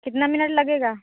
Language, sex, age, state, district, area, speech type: Hindi, female, 45-60, Uttar Pradesh, Bhadohi, urban, conversation